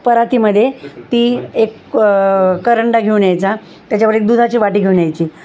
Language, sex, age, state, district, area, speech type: Marathi, female, 60+, Maharashtra, Osmanabad, rural, spontaneous